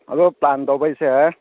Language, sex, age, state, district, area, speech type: Manipuri, male, 30-45, Manipur, Ukhrul, rural, conversation